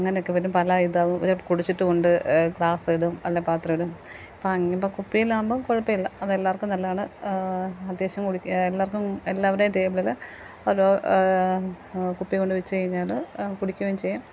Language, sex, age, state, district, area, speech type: Malayalam, female, 45-60, Kerala, Kottayam, rural, spontaneous